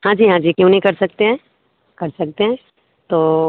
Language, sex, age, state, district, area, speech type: Hindi, female, 30-45, Bihar, Samastipur, urban, conversation